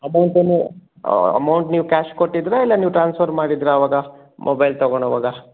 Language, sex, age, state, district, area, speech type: Kannada, male, 30-45, Karnataka, Chikkaballapur, rural, conversation